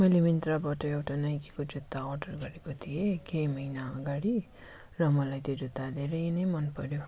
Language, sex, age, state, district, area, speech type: Nepali, female, 45-60, West Bengal, Darjeeling, rural, spontaneous